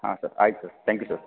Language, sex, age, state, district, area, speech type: Kannada, male, 30-45, Karnataka, Belgaum, rural, conversation